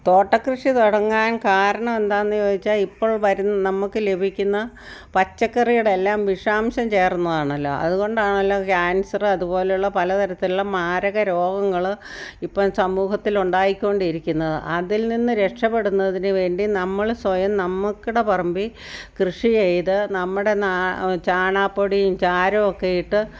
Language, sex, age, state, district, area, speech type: Malayalam, female, 60+, Kerala, Kottayam, rural, spontaneous